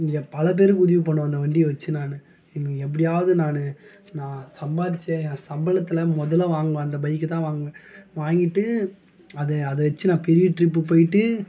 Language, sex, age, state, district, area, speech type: Tamil, male, 18-30, Tamil Nadu, Tiruvannamalai, rural, spontaneous